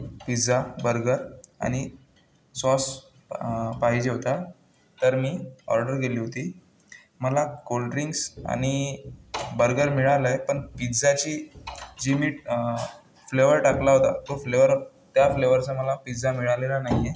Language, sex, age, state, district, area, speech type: Marathi, male, 18-30, Maharashtra, Amravati, rural, spontaneous